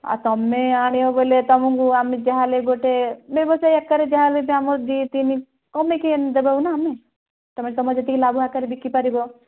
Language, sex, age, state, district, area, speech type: Odia, female, 30-45, Odisha, Kandhamal, rural, conversation